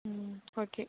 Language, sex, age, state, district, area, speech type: Tamil, female, 18-30, Tamil Nadu, Mayiladuthurai, urban, conversation